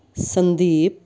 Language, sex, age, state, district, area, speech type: Punjabi, female, 45-60, Punjab, Amritsar, urban, spontaneous